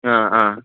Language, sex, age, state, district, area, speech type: Tamil, male, 18-30, Tamil Nadu, Namakkal, rural, conversation